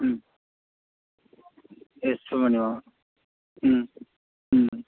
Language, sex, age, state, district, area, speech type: Tamil, male, 30-45, Tamil Nadu, Krishnagiri, rural, conversation